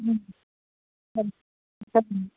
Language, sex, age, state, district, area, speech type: Tamil, female, 45-60, Tamil Nadu, Krishnagiri, rural, conversation